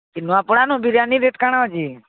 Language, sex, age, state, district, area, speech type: Odia, male, 45-60, Odisha, Nuapada, urban, conversation